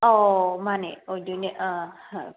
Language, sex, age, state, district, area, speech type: Manipuri, female, 30-45, Manipur, Kangpokpi, urban, conversation